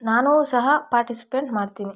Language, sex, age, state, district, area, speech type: Kannada, female, 18-30, Karnataka, Kolar, rural, spontaneous